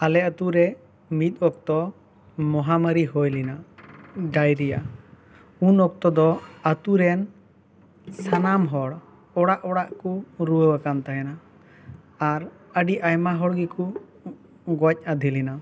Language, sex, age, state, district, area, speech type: Santali, male, 18-30, West Bengal, Bankura, rural, spontaneous